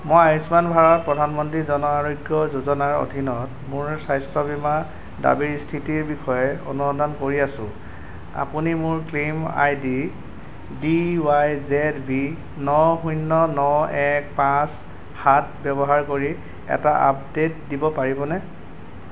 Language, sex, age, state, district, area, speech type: Assamese, male, 30-45, Assam, Golaghat, urban, read